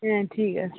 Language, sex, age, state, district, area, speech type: Bengali, female, 30-45, West Bengal, Birbhum, urban, conversation